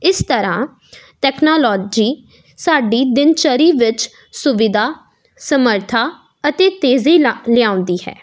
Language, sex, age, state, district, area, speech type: Punjabi, female, 18-30, Punjab, Jalandhar, urban, spontaneous